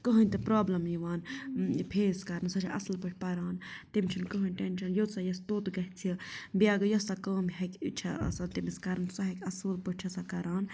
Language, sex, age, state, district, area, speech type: Kashmiri, other, 30-45, Jammu and Kashmir, Budgam, rural, spontaneous